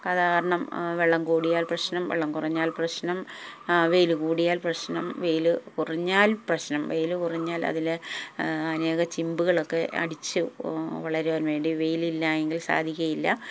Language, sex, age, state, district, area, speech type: Malayalam, female, 45-60, Kerala, Palakkad, rural, spontaneous